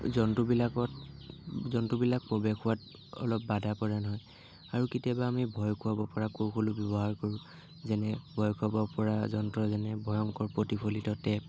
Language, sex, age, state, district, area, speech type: Assamese, male, 18-30, Assam, Lakhimpur, rural, spontaneous